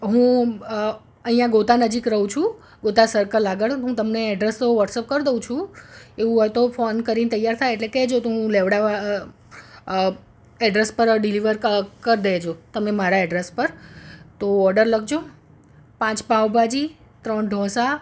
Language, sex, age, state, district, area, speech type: Gujarati, female, 30-45, Gujarat, Ahmedabad, urban, spontaneous